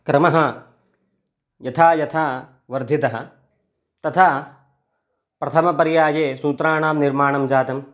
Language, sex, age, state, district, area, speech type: Sanskrit, male, 18-30, Karnataka, Chitradurga, rural, spontaneous